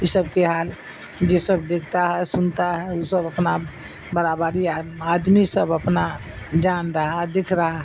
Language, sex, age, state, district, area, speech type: Urdu, female, 60+, Bihar, Darbhanga, rural, spontaneous